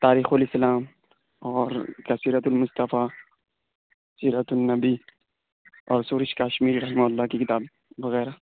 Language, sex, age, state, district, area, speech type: Urdu, male, 18-30, Uttar Pradesh, Saharanpur, urban, conversation